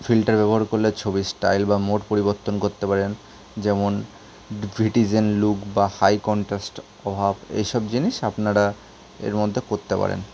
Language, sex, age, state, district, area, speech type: Bengali, male, 18-30, West Bengal, Kolkata, urban, spontaneous